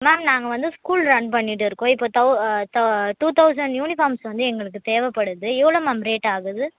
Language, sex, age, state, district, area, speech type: Tamil, female, 18-30, Tamil Nadu, Vellore, urban, conversation